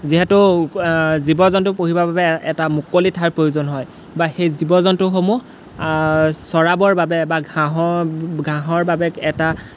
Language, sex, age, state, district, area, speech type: Assamese, male, 18-30, Assam, Golaghat, rural, spontaneous